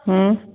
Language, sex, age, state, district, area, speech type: Maithili, male, 18-30, Bihar, Muzaffarpur, rural, conversation